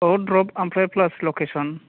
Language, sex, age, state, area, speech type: Bodo, male, 18-30, Assam, urban, conversation